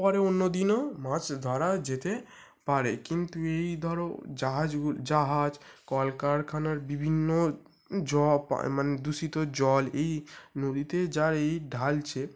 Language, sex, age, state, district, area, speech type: Bengali, male, 18-30, West Bengal, North 24 Parganas, urban, spontaneous